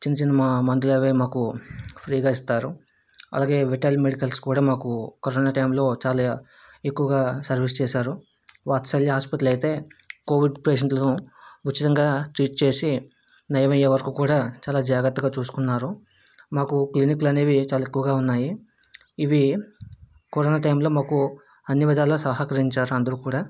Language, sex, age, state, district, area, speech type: Telugu, male, 45-60, Andhra Pradesh, Vizianagaram, rural, spontaneous